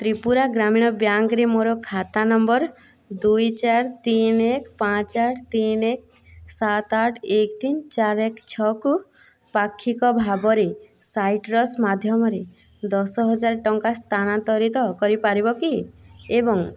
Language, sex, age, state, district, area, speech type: Odia, female, 18-30, Odisha, Boudh, rural, read